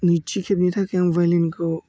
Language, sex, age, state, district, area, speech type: Bodo, male, 18-30, Assam, Udalguri, urban, spontaneous